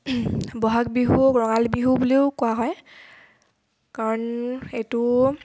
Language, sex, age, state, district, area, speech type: Assamese, female, 18-30, Assam, Tinsukia, urban, spontaneous